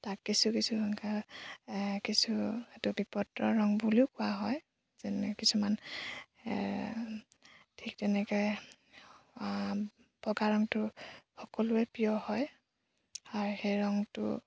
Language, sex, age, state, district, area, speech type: Assamese, female, 18-30, Assam, Lakhimpur, rural, spontaneous